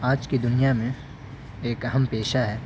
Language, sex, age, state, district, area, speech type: Urdu, male, 18-30, Delhi, South Delhi, urban, spontaneous